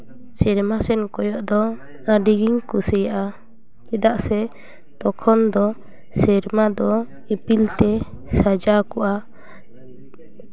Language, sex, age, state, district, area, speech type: Santali, female, 18-30, West Bengal, Paschim Bardhaman, urban, spontaneous